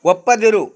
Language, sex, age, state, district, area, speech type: Kannada, male, 60+, Karnataka, Bidar, rural, read